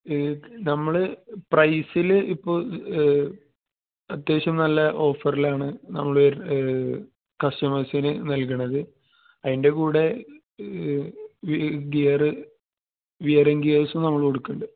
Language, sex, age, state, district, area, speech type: Malayalam, male, 30-45, Kerala, Malappuram, rural, conversation